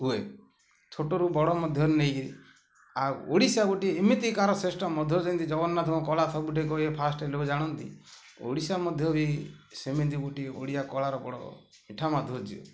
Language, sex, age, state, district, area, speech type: Odia, male, 45-60, Odisha, Ganjam, urban, spontaneous